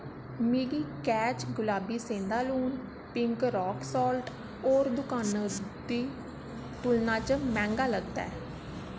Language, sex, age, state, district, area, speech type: Dogri, female, 18-30, Jammu and Kashmir, Reasi, urban, read